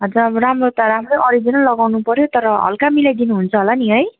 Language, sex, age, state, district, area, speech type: Nepali, female, 18-30, West Bengal, Darjeeling, rural, conversation